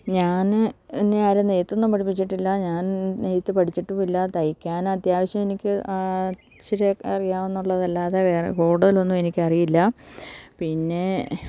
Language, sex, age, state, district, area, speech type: Malayalam, female, 60+, Kerala, Idukki, rural, spontaneous